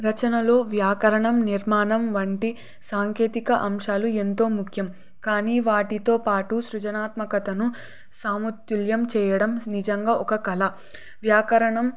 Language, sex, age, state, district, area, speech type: Telugu, female, 18-30, Andhra Pradesh, Sri Satya Sai, urban, spontaneous